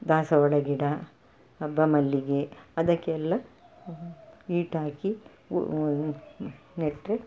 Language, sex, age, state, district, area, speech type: Kannada, female, 45-60, Karnataka, Udupi, rural, spontaneous